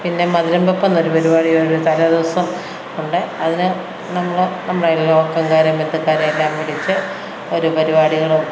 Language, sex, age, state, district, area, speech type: Malayalam, female, 45-60, Kerala, Kottayam, rural, spontaneous